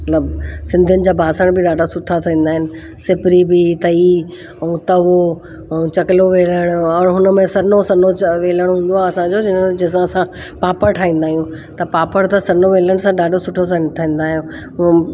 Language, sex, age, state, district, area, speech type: Sindhi, female, 45-60, Delhi, South Delhi, urban, spontaneous